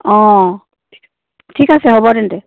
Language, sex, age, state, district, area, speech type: Assamese, female, 60+, Assam, Dhemaji, rural, conversation